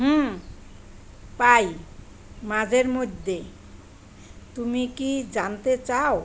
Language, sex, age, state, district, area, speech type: Bengali, female, 60+, West Bengal, Kolkata, urban, read